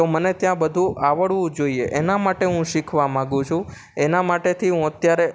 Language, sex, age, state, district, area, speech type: Gujarati, male, 18-30, Gujarat, Ahmedabad, urban, spontaneous